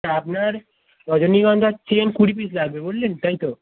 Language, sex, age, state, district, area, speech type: Bengali, male, 18-30, West Bengal, Darjeeling, rural, conversation